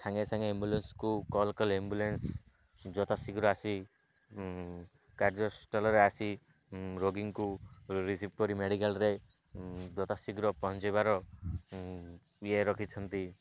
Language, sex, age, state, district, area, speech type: Odia, male, 18-30, Odisha, Malkangiri, urban, spontaneous